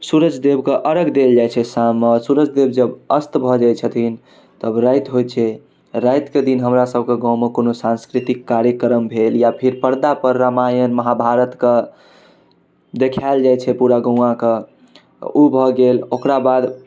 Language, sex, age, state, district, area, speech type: Maithili, male, 18-30, Bihar, Darbhanga, urban, spontaneous